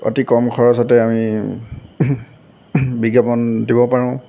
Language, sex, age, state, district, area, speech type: Assamese, male, 18-30, Assam, Golaghat, urban, spontaneous